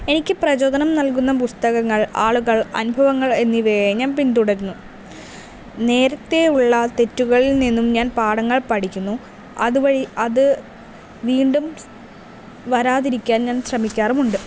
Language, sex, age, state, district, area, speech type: Malayalam, female, 18-30, Kerala, Palakkad, rural, spontaneous